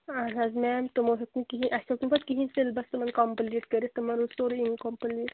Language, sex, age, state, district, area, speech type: Kashmiri, female, 30-45, Jammu and Kashmir, Shopian, rural, conversation